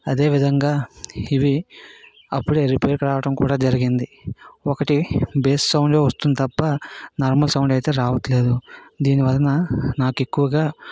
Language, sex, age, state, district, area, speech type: Telugu, male, 60+, Andhra Pradesh, Vizianagaram, rural, spontaneous